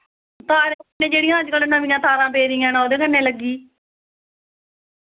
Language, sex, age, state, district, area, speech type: Dogri, female, 45-60, Jammu and Kashmir, Samba, rural, conversation